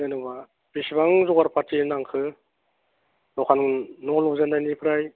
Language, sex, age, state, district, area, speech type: Bodo, male, 45-60, Assam, Udalguri, rural, conversation